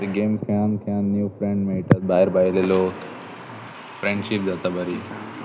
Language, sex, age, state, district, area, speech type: Goan Konkani, male, 18-30, Goa, Pernem, rural, spontaneous